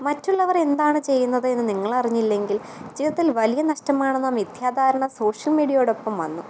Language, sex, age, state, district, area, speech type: Malayalam, female, 18-30, Kerala, Kottayam, rural, spontaneous